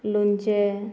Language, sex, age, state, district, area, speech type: Goan Konkani, female, 18-30, Goa, Murmgao, rural, spontaneous